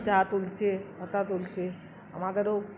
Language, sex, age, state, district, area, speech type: Bengali, female, 45-60, West Bengal, Uttar Dinajpur, rural, spontaneous